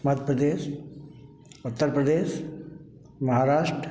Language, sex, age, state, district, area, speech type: Hindi, male, 60+, Madhya Pradesh, Gwalior, rural, spontaneous